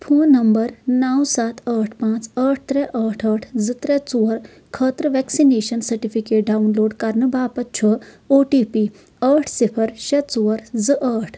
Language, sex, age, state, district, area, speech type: Kashmiri, female, 30-45, Jammu and Kashmir, Shopian, rural, read